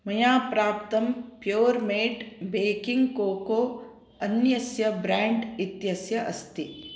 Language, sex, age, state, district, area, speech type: Sanskrit, female, 45-60, Karnataka, Uttara Kannada, urban, read